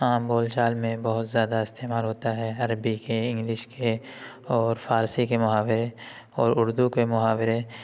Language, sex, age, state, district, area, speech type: Urdu, male, 45-60, Uttar Pradesh, Lucknow, urban, spontaneous